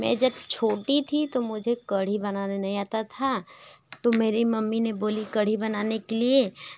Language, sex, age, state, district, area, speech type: Hindi, female, 18-30, Uttar Pradesh, Varanasi, rural, spontaneous